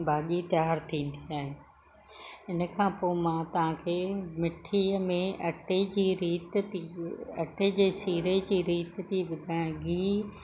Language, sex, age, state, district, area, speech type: Sindhi, female, 60+, Maharashtra, Ahmednagar, urban, spontaneous